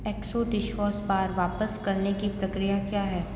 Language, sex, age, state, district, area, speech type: Hindi, female, 18-30, Rajasthan, Jodhpur, urban, read